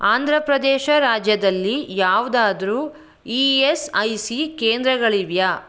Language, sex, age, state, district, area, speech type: Kannada, female, 30-45, Karnataka, Mandya, rural, read